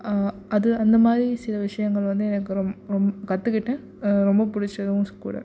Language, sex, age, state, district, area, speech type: Tamil, female, 18-30, Tamil Nadu, Nagapattinam, rural, spontaneous